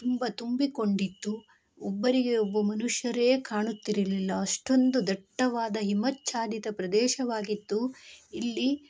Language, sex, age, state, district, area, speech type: Kannada, female, 45-60, Karnataka, Shimoga, rural, spontaneous